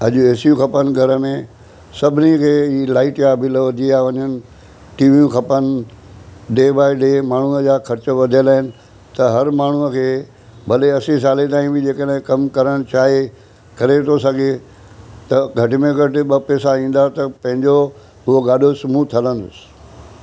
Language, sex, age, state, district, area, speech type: Sindhi, male, 60+, Maharashtra, Mumbai Suburban, urban, spontaneous